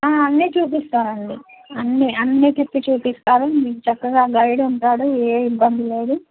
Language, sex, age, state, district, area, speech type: Telugu, female, 60+, Andhra Pradesh, N T Rama Rao, urban, conversation